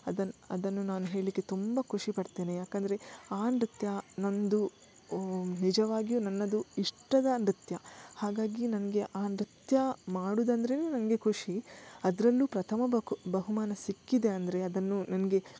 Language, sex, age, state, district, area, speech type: Kannada, female, 30-45, Karnataka, Udupi, rural, spontaneous